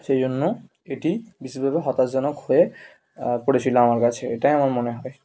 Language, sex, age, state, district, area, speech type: Bengali, male, 18-30, West Bengal, Bankura, urban, spontaneous